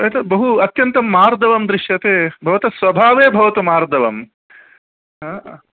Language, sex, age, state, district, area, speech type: Sanskrit, male, 30-45, Karnataka, Udupi, urban, conversation